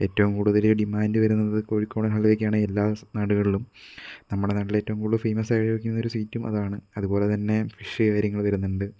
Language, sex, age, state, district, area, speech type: Malayalam, male, 18-30, Kerala, Kozhikode, rural, spontaneous